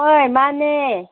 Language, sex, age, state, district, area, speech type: Manipuri, female, 30-45, Manipur, Kangpokpi, urban, conversation